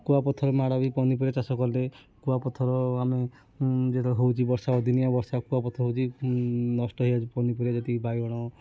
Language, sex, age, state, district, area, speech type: Odia, male, 60+, Odisha, Kendujhar, urban, spontaneous